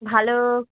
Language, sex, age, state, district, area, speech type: Bengali, female, 18-30, West Bengal, Uttar Dinajpur, urban, conversation